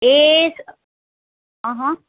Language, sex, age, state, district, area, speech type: Gujarati, female, 30-45, Gujarat, Kheda, rural, conversation